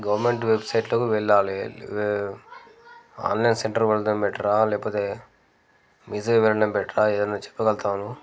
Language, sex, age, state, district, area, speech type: Telugu, male, 30-45, Telangana, Jangaon, rural, spontaneous